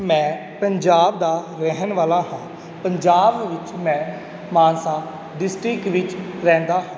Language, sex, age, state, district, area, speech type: Punjabi, male, 18-30, Punjab, Mansa, rural, spontaneous